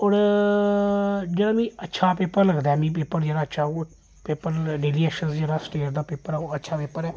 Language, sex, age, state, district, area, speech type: Dogri, male, 30-45, Jammu and Kashmir, Jammu, urban, spontaneous